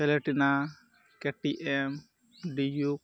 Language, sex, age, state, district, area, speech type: Santali, male, 18-30, Jharkhand, Pakur, rural, spontaneous